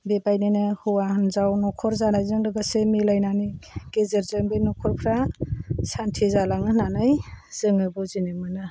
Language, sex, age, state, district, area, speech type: Bodo, female, 45-60, Assam, Chirang, rural, spontaneous